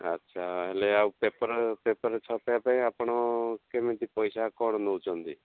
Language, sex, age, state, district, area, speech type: Odia, male, 60+, Odisha, Jharsuguda, rural, conversation